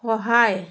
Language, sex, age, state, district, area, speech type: Assamese, female, 45-60, Assam, Biswanath, rural, read